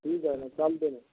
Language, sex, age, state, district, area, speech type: Marathi, male, 45-60, Maharashtra, Amravati, urban, conversation